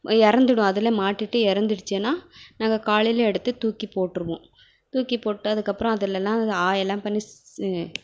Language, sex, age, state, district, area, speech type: Tamil, female, 30-45, Tamil Nadu, Krishnagiri, rural, spontaneous